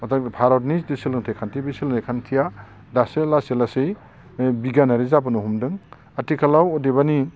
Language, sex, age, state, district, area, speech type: Bodo, male, 60+, Assam, Baksa, urban, spontaneous